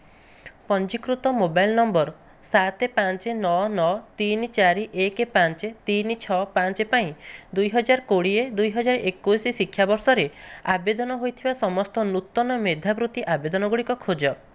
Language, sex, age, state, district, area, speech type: Odia, male, 30-45, Odisha, Dhenkanal, rural, read